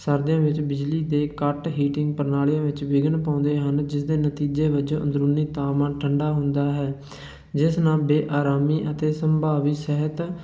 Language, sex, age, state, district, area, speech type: Punjabi, male, 30-45, Punjab, Barnala, urban, spontaneous